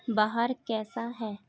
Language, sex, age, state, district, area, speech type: Urdu, female, 18-30, Uttar Pradesh, Ghaziabad, urban, read